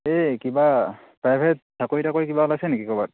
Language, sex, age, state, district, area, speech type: Assamese, male, 18-30, Assam, Dibrugarh, urban, conversation